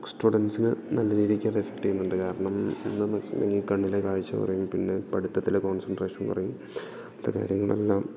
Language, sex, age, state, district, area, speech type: Malayalam, male, 18-30, Kerala, Idukki, rural, spontaneous